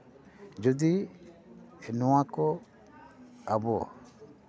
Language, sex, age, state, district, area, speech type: Santali, male, 60+, West Bengal, Paschim Bardhaman, urban, spontaneous